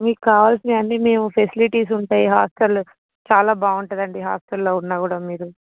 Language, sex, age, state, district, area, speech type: Telugu, female, 45-60, Andhra Pradesh, Visakhapatnam, urban, conversation